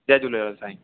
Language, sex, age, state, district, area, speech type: Sindhi, male, 18-30, Delhi, South Delhi, urban, conversation